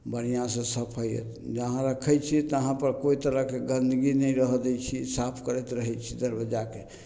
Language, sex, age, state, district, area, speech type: Maithili, male, 45-60, Bihar, Samastipur, rural, spontaneous